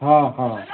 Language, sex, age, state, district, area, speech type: Odia, male, 60+, Odisha, Gajapati, rural, conversation